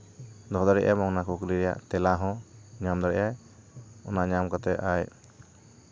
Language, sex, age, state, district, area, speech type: Santali, male, 30-45, West Bengal, Purba Bardhaman, rural, spontaneous